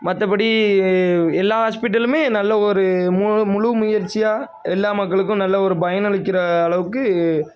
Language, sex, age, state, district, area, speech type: Tamil, male, 18-30, Tamil Nadu, Thoothukudi, rural, spontaneous